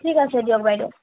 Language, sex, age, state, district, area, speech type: Assamese, female, 18-30, Assam, Sivasagar, urban, conversation